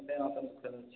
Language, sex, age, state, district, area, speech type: Odia, male, 18-30, Odisha, Khordha, rural, conversation